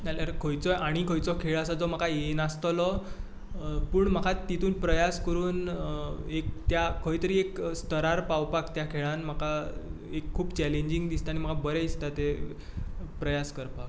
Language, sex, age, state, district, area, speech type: Goan Konkani, male, 18-30, Goa, Tiswadi, rural, spontaneous